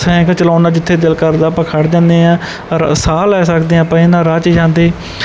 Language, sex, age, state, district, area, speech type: Punjabi, male, 30-45, Punjab, Bathinda, rural, spontaneous